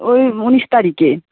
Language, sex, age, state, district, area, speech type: Bengali, female, 45-60, West Bengal, Hooghly, urban, conversation